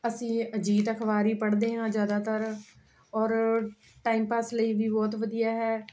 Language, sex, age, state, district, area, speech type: Punjabi, female, 45-60, Punjab, Ludhiana, urban, spontaneous